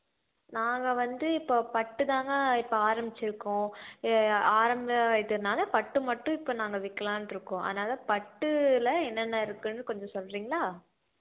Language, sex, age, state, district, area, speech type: Tamil, female, 18-30, Tamil Nadu, Salem, urban, conversation